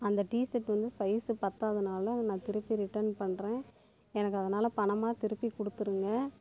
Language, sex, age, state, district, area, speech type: Tamil, female, 30-45, Tamil Nadu, Namakkal, rural, spontaneous